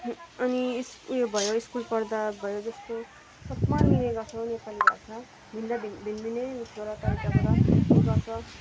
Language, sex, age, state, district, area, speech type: Nepali, female, 45-60, West Bengal, Darjeeling, rural, spontaneous